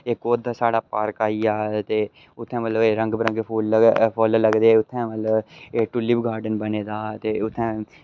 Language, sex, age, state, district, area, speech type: Dogri, male, 18-30, Jammu and Kashmir, Udhampur, rural, spontaneous